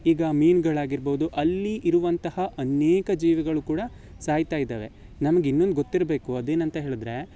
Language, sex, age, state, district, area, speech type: Kannada, male, 18-30, Karnataka, Uttara Kannada, rural, spontaneous